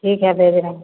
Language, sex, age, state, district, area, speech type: Hindi, female, 45-60, Bihar, Begusarai, rural, conversation